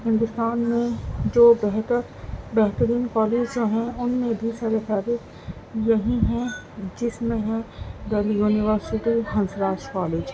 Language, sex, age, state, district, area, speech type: Urdu, female, 18-30, Delhi, Central Delhi, urban, spontaneous